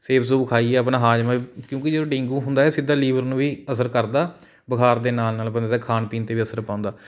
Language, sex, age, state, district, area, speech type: Punjabi, male, 18-30, Punjab, Patiala, urban, spontaneous